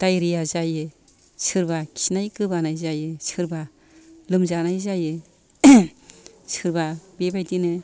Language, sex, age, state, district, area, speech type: Bodo, female, 45-60, Assam, Kokrajhar, urban, spontaneous